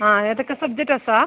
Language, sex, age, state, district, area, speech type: Malayalam, female, 45-60, Kerala, Alappuzha, rural, conversation